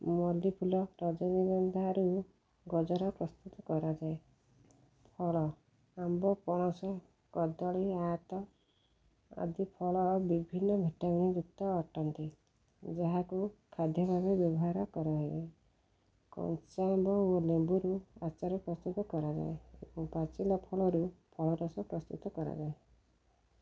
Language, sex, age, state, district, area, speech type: Odia, female, 45-60, Odisha, Rayagada, rural, spontaneous